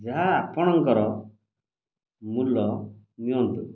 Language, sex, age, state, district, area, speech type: Odia, male, 45-60, Odisha, Kendrapara, urban, spontaneous